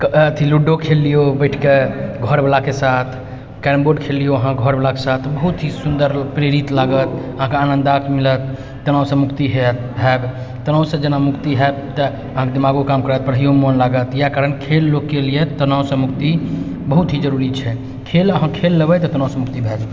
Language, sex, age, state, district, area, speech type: Maithili, male, 30-45, Bihar, Purnia, rural, spontaneous